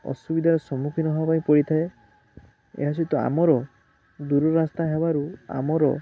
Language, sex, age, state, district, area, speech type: Odia, male, 18-30, Odisha, Balasore, rural, spontaneous